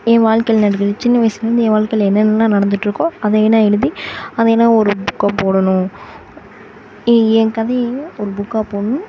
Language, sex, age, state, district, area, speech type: Tamil, female, 18-30, Tamil Nadu, Sivaganga, rural, spontaneous